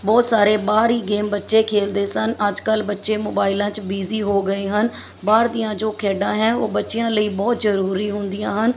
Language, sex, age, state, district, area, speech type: Punjabi, female, 30-45, Punjab, Mansa, urban, spontaneous